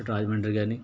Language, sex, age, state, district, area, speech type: Telugu, male, 60+, Andhra Pradesh, Palnadu, urban, spontaneous